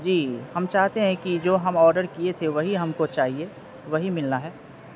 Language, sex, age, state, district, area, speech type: Urdu, male, 30-45, Bihar, Madhubani, rural, spontaneous